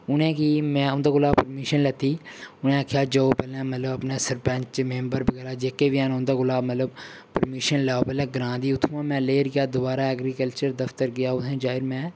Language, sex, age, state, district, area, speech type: Dogri, male, 18-30, Jammu and Kashmir, Udhampur, rural, spontaneous